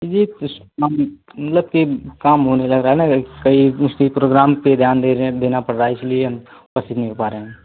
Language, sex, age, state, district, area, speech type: Hindi, male, 18-30, Uttar Pradesh, Mau, rural, conversation